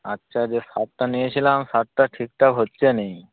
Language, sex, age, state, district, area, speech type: Bengali, male, 18-30, West Bengal, Uttar Dinajpur, rural, conversation